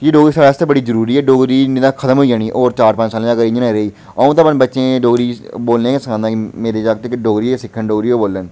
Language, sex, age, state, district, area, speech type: Dogri, male, 30-45, Jammu and Kashmir, Udhampur, urban, spontaneous